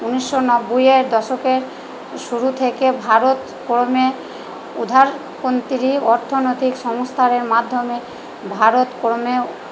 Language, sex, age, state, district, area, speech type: Bengali, female, 30-45, West Bengal, Purba Bardhaman, urban, spontaneous